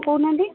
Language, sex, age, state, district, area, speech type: Odia, female, 45-60, Odisha, Angul, rural, conversation